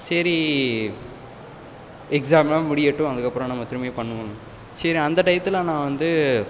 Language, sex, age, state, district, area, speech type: Tamil, male, 18-30, Tamil Nadu, Sivaganga, rural, spontaneous